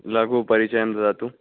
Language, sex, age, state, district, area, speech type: Sanskrit, male, 18-30, Maharashtra, Nagpur, urban, conversation